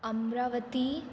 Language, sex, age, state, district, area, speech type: Goan Konkani, female, 18-30, Goa, Quepem, rural, spontaneous